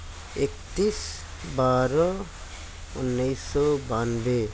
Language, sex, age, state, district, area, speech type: Urdu, male, 30-45, Uttar Pradesh, Mau, urban, spontaneous